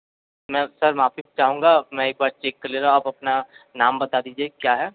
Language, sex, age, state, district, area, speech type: Hindi, male, 45-60, Uttar Pradesh, Sonbhadra, rural, conversation